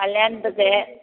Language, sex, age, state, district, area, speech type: Tamil, female, 30-45, Tamil Nadu, Salem, rural, conversation